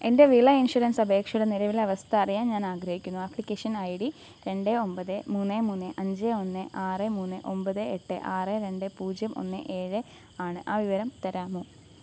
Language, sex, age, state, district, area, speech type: Malayalam, female, 18-30, Kerala, Alappuzha, rural, read